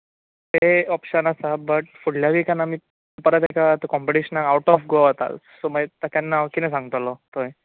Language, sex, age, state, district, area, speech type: Goan Konkani, male, 18-30, Goa, Bardez, urban, conversation